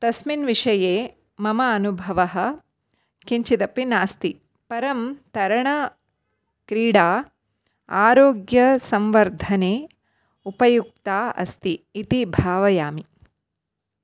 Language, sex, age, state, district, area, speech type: Sanskrit, female, 30-45, Karnataka, Dakshina Kannada, urban, spontaneous